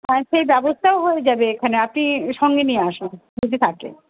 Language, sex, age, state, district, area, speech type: Bengali, female, 45-60, West Bengal, Malda, rural, conversation